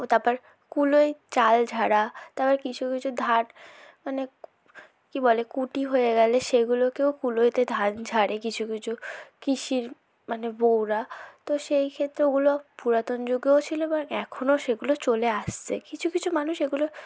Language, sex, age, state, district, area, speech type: Bengali, female, 18-30, West Bengal, South 24 Parganas, rural, spontaneous